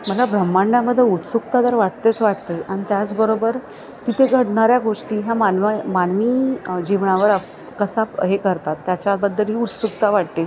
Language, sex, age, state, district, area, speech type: Marathi, female, 30-45, Maharashtra, Thane, urban, spontaneous